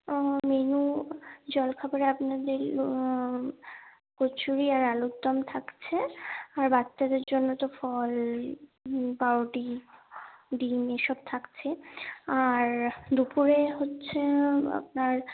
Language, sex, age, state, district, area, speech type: Bengali, female, 18-30, West Bengal, Paschim Bardhaman, urban, conversation